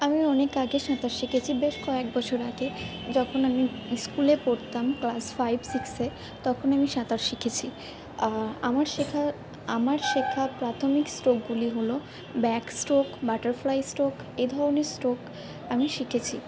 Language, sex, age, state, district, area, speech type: Bengali, female, 45-60, West Bengal, Purba Bardhaman, rural, spontaneous